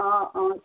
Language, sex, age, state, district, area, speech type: Assamese, female, 45-60, Assam, Biswanath, rural, conversation